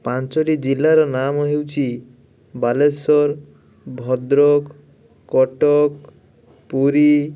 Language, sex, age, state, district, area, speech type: Odia, male, 30-45, Odisha, Balasore, rural, spontaneous